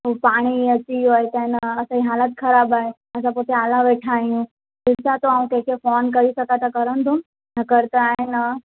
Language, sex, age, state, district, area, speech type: Sindhi, female, 18-30, Gujarat, Surat, urban, conversation